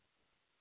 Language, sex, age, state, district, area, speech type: Dogri, male, 30-45, Jammu and Kashmir, Samba, rural, conversation